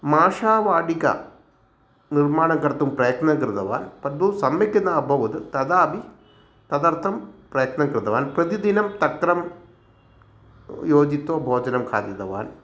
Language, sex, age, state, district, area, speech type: Sanskrit, male, 45-60, Kerala, Thrissur, urban, spontaneous